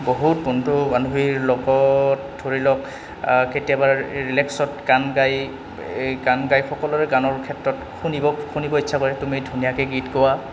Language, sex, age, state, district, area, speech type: Assamese, male, 18-30, Assam, Goalpara, rural, spontaneous